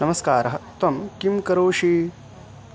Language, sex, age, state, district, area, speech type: Sanskrit, male, 18-30, West Bengal, Dakshin Dinajpur, rural, read